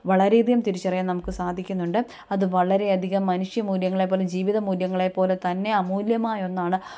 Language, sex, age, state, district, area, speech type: Malayalam, female, 30-45, Kerala, Kottayam, rural, spontaneous